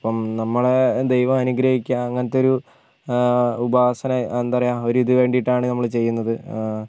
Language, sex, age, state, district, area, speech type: Malayalam, female, 18-30, Kerala, Wayanad, rural, spontaneous